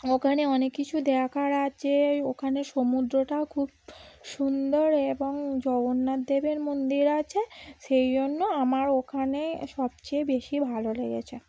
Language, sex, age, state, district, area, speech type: Bengali, female, 30-45, West Bengal, Howrah, urban, spontaneous